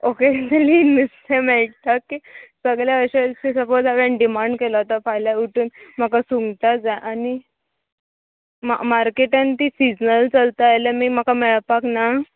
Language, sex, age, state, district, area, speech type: Goan Konkani, female, 18-30, Goa, Murmgao, rural, conversation